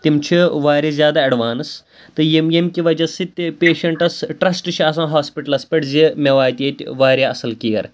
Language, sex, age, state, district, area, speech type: Kashmiri, male, 18-30, Jammu and Kashmir, Pulwama, urban, spontaneous